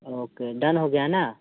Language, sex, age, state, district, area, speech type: Hindi, male, 18-30, Bihar, Muzaffarpur, urban, conversation